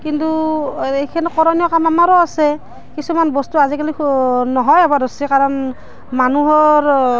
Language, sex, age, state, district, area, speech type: Assamese, female, 30-45, Assam, Barpeta, rural, spontaneous